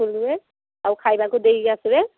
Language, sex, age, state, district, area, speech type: Odia, female, 30-45, Odisha, Sambalpur, rural, conversation